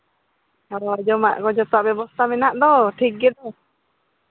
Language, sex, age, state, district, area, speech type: Santali, female, 30-45, Jharkhand, East Singhbhum, rural, conversation